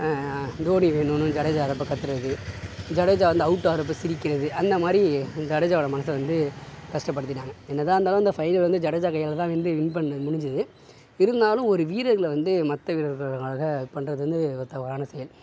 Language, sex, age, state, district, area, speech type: Tamil, male, 60+, Tamil Nadu, Sivaganga, urban, spontaneous